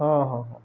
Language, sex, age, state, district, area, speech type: Odia, male, 30-45, Odisha, Balangir, urban, spontaneous